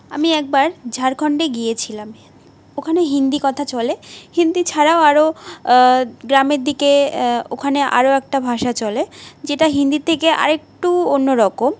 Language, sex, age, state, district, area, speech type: Bengali, female, 18-30, West Bengal, Jhargram, rural, spontaneous